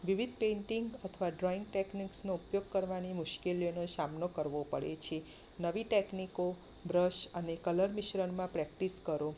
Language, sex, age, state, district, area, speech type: Gujarati, female, 30-45, Gujarat, Kheda, rural, spontaneous